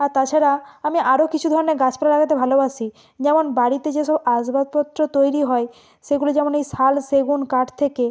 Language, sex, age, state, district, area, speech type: Bengali, female, 45-60, West Bengal, Purba Medinipur, rural, spontaneous